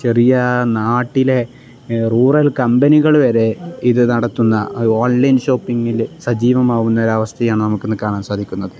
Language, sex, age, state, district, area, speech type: Malayalam, male, 18-30, Kerala, Kozhikode, rural, spontaneous